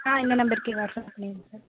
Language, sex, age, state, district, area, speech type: Tamil, female, 18-30, Tamil Nadu, Pudukkottai, rural, conversation